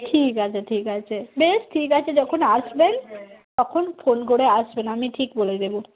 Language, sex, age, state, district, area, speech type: Bengali, female, 30-45, West Bengal, Cooch Behar, rural, conversation